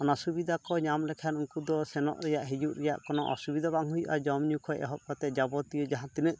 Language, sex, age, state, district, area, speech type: Santali, male, 45-60, West Bengal, Purulia, rural, spontaneous